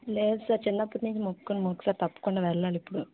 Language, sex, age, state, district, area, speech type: Telugu, female, 18-30, Andhra Pradesh, Vizianagaram, urban, conversation